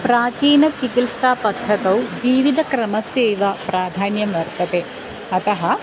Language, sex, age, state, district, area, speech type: Sanskrit, female, 45-60, Kerala, Kottayam, rural, spontaneous